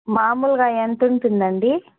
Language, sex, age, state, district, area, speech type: Telugu, female, 18-30, Andhra Pradesh, Annamaya, rural, conversation